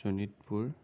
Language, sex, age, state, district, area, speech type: Assamese, male, 30-45, Assam, Sonitpur, urban, spontaneous